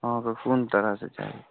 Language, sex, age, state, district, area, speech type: Maithili, male, 30-45, Bihar, Saharsa, rural, conversation